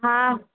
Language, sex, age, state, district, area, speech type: Sindhi, female, 18-30, Gujarat, Junagadh, rural, conversation